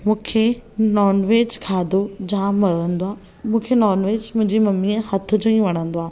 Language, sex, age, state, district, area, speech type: Sindhi, female, 18-30, Maharashtra, Thane, urban, spontaneous